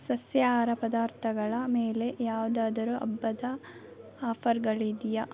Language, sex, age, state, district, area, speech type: Kannada, female, 18-30, Karnataka, Kolar, rural, read